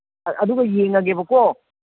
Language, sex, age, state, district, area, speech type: Manipuri, female, 60+, Manipur, Imphal East, rural, conversation